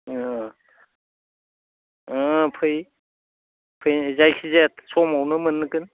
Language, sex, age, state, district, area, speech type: Bodo, male, 45-60, Assam, Udalguri, rural, conversation